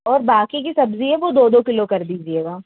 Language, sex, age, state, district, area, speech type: Hindi, female, 30-45, Madhya Pradesh, Bhopal, urban, conversation